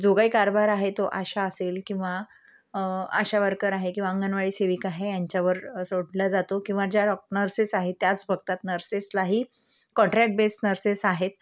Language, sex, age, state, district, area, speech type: Marathi, female, 30-45, Maharashtra, Amravati, urban, spontaneous